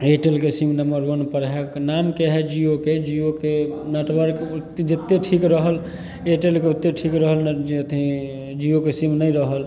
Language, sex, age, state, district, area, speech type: Maithili, male, 18-30, Bihar, Samastipur, urban, spontaneous